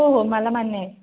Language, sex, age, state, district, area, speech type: Marathi, female, 18-30, Maharashtra, Satara, urban, conversation